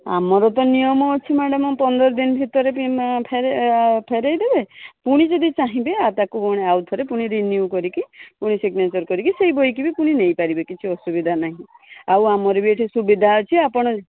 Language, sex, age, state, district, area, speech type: Odia, female, 45-60, Odisha, Balasore, rural, conversation